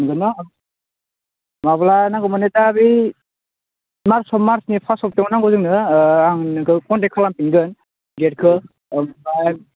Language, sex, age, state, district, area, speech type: Bodo, male, 18-30, Assam, Udalguri, urban, conversation